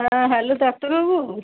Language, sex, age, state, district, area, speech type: Bengali, female, 30-45, West Bengal, Kolkata, urban, conversation